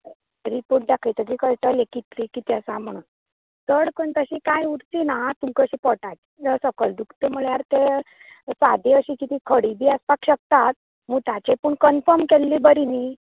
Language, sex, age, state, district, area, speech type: Goan Konkani, female, 30-45, Goa, Canacona, rural, conversation